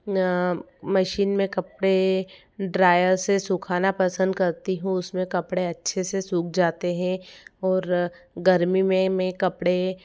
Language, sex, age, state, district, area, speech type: Hindi, female, 30-45, Madhya Pradesh, Ujjain, urban, spontaneous